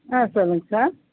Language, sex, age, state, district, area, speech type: Tamil, female, 45-60, Tamil Nadu, Krishnagiri, rural, conversation